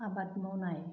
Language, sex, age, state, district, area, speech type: Bodo, female, 45-60, Assam, Kokrajhar, urban, spontaneous